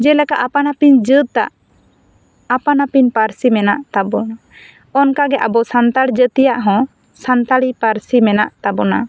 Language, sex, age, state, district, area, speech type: Santali, female, 18-30, West Bengal, Bankura, rural, spontaneous